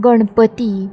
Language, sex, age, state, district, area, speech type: Goan Konkani, female, 18-30, Goa, Salcete, rural, spontaneous